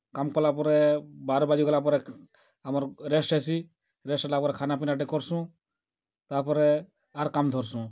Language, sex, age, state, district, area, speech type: Odia, male, 45-60, Odisha, Kalahandi, rural, spontaneous